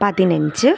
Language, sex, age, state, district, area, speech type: Malayalam, female, 30-45, Kerala, Thiruvananthapuram, urban, spontaneous